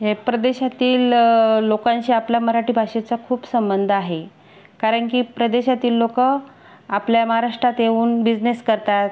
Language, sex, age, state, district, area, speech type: Marathi, female, 45-60, Maharashtra, Buldhana, rural, spontaneous